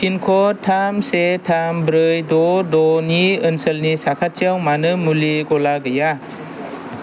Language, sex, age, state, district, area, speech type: Bodo, male, 18-30, Assam, Kokrajhar, urban, read